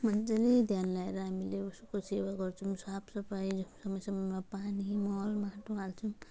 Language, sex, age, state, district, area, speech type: Nepali, female, 30-45, West Bengal, Jalpaiguri, rural, spontaneous